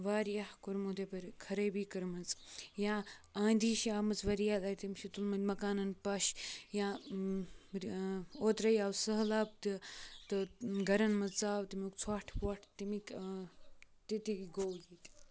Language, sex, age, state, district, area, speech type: Kashmiri, male, 18-30, Jammu and Kashmir, Kupwara, rural, spontaneous